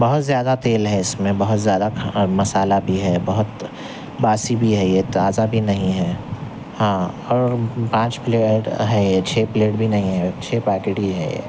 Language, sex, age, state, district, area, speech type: Urdu, male, 45-60, Telangana, Hyderabad, urban, spontaneous